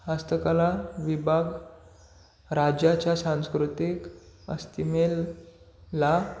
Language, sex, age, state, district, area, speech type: Marathi, male, 18-30, Maharashtra, Ratnagiri, rural, spontaneous